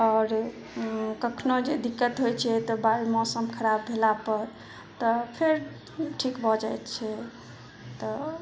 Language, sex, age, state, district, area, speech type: Maithili, female, 45-60, Bihar, Madhubani, rural, spontaneous